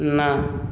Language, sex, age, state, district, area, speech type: Odia, male, 18-30, Odisha, Subarnapur, urban, read